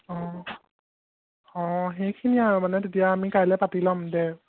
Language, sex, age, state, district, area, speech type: Assamese, male, 18-30, Assam, Jorhat, urban, conversation